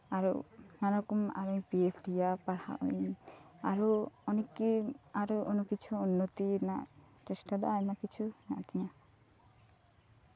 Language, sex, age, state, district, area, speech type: Santali, female, 18-30, West Bengal, Birbhum, rural, spontaneous